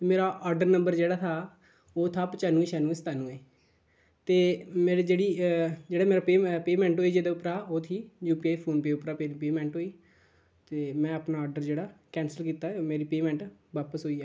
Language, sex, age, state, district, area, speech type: Dogri, male, 18-30, Jammu and Kashmir, Udhampur, rural, spontaneous